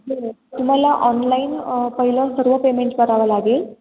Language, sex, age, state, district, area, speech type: Marathi, female, 18-30, Maharashtra, Ahmednagar, rural, conversation